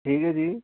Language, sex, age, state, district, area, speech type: Punjabi, male, 45-60, Punjab, Tarn Taran, urban, conversation